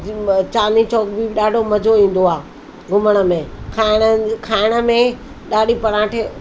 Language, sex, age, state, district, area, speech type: Sindhi, female, 45-60, Delhi, South Delhi, urban, spontaneous